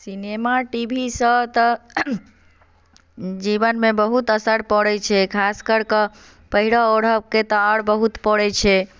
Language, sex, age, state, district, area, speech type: Maithili, female, 30-45, Bihar, Madhubani, rural, spontaneous